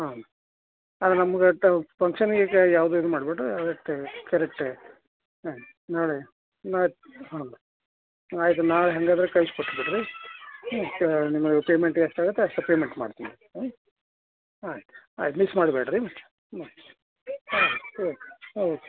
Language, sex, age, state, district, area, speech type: Kannada, male, 60+, Karnataka, Gadag, rural, conversation